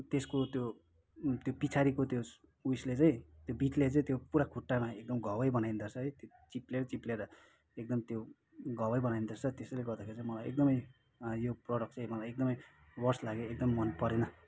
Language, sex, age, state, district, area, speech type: Nepali, male, 30-45, West Bengal, Kalimpong, rural, spontaneous